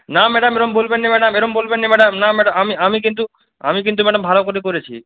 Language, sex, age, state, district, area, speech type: Bengali, male, 30-45, West Bengal, Purba Medinipur, rural, conversation